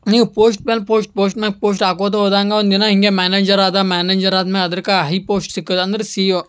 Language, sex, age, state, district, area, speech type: Kannada, male, 18-30, Karnataka, Gulbarga, urban, spontaneous